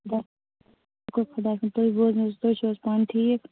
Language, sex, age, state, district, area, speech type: Kashmiri, female, 30-45, Jammu and Kashmir, Baramulla, rural, conversation